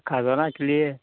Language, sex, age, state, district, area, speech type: Assamese, male, 60+, Assam, Majuli, urban, conversation